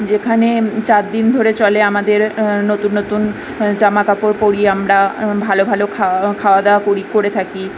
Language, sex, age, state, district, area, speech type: Bengali, female, 18-30, West Bengal, Kolkata, urban, spontaneous